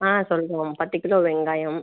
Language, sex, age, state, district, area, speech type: Tamil, female, 30-45, Tamil Nadu, Pudukkottai, rural, conversation